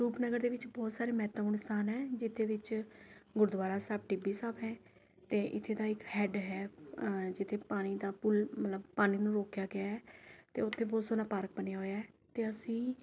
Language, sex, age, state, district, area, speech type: Punjabi, female, 30-45, Punjab, Rupnagar, urban, spontaneous